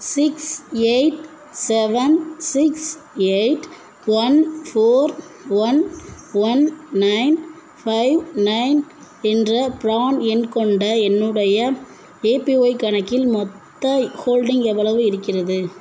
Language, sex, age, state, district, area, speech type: Tamil, female, 18-30, Tamil Nadu, Pudukkottai, rural, read